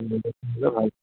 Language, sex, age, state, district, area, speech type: Assamese, male, 30-45, Assam, Nagaon, rural, conversation